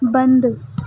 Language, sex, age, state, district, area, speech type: Urdu, female, 18-30, Delhi, East Delhi, rural, read